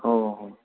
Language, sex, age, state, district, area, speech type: Gujarati, male, 18-30, Gujarat, Ahmedabad, urban, conversation